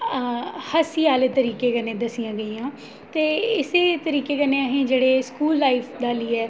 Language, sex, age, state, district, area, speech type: Dogri, female, 30-45, Jammu and Kashmir, Jammu, urban, spontaneous